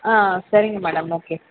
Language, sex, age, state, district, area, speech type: Tamil, female, 30-45, Tamil Nadu, Tiruvallur, urban, conversation